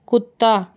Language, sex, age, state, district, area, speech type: Hindi, female, 45-60, Rajasthan, Jaipur, urban, read